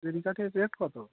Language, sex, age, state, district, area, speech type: Bengali, male, 45-60, West Bengal, Cooch Behar, urban, conversation